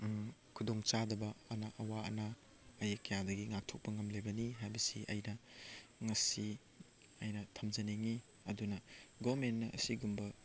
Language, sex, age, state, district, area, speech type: Manipuri, male, 18-30, Manipur, Chandel, rural, spontaneous